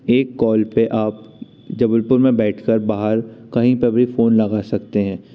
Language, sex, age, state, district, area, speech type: Hindi, male, 30-45, Madhya Pradesh, Jabalpur, urban, spontaneous